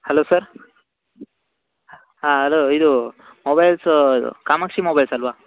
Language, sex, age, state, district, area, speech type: Kannada, male, 18-30, Karnataka, Uttara Kannada, rural, conversation